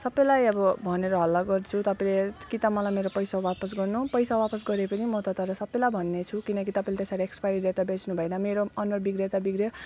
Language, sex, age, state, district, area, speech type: Nepali, female, 30-45, West Bengal, Alipurduar, urban, spontaneous